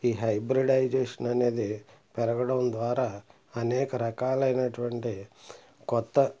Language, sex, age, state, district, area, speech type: Telugu, male, 60+, Andhra Pradesh, Konaseema, rural, spontaneous